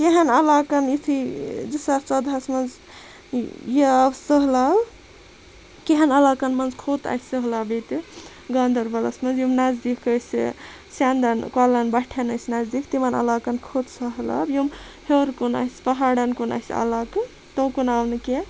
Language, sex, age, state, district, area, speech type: Kashmiri, female, 45-60, Jammu and Kashmir, Ganderbal, rural, spontaneous